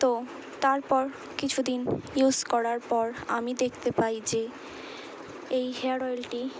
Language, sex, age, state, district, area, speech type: Bengali, female, 18-30, West Bengal, Hooghly, urban, spontaneous